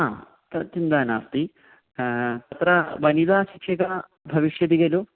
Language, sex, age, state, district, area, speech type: Sanskrit, male, 18-30, Kerala, Kozhikode, rural, conversation